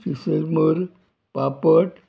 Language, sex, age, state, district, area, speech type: Goan Konkani, male, 60+, Goa, Murmgao, rural, spontaneous